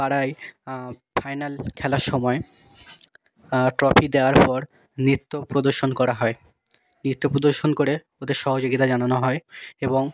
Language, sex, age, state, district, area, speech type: Bengali, male, 18-30, West Bengal, South 24 Parganas, rural, spontaneous